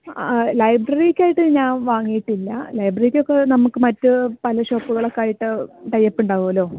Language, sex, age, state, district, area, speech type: Malayalam, female, 18-30, Kerala, Malappuram, rural, conversation